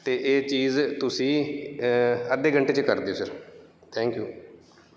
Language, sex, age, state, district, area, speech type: Punjabi, male, 30-45, Punjab, Bathinda, urban, spontaneous